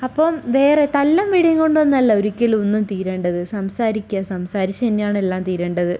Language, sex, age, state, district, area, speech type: Malayalam, female, 18-30, Kerala, Wayanad, rural, spontaneous